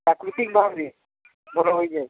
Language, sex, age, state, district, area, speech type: Odia, male, 45-60, Odisha, Nuapada, urban, conversation